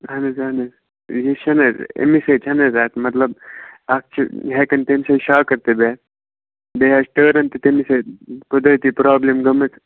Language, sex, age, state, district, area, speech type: Kashmiri, male, 18-30, Jammu and Kashmir, Baramulla, rural, conversation